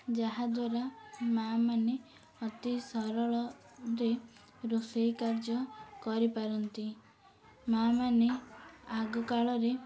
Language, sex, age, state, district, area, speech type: Odia, female, 18-30, Odisha, Ganjam, urban, spontaneous